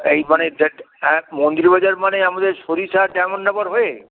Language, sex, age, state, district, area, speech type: Bengali, male, 60+, West Bengal, Hooghly, rural, conversation